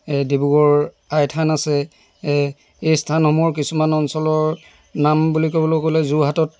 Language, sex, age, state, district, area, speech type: Assamese, male, 60+, Assam, Dibrugarh, rural, spontaneous